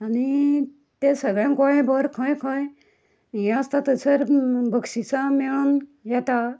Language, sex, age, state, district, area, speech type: Goan Konkani, female, 60+, Goa, Ponda, rural, spontaneous